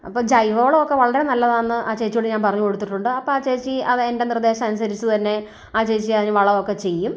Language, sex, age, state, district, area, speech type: Malayalam, female, 30-45, Kerala, Kottayam, rural, spontaneous